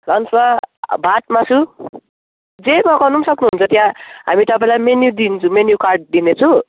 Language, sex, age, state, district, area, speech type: Nepali, male, 18-30, West Bengal, Darjeeling, rural, conversation